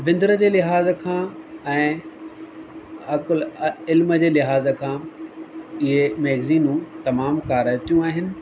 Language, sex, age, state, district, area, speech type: Sindhi, male, 30-45, Rajasthan, Ajmer, urban, spontaneous